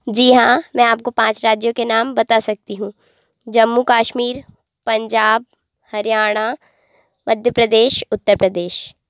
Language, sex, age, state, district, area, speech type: Hindi, female, 18-30, Madhya Pradesh, Jabalpur, urban, spontaneous